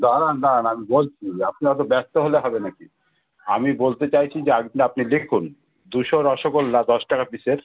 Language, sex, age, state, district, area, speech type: Bengali, male, 60+, West Bengal, South 24 Parganas, urban, conversation